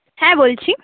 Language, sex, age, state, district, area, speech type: Bengali, female, 18-30, West Bengal, Paschim Medinipur, rural, conversation